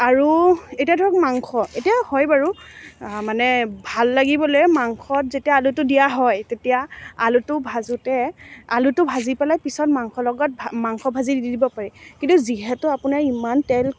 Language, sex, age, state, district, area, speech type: Assamese, female, 18-30, Assam, Morigaon, rural, spontaneous